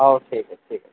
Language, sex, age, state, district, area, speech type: Odia, male, 45-60, Odisha, Sundergarh, rural, conversation